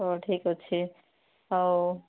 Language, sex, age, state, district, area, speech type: Odia, female, 30-45, Odisha, Nabarangpur, urban, conversation